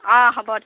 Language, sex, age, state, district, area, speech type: Assamese, female, 45-60, Assam, Sivasagar, rural, conversation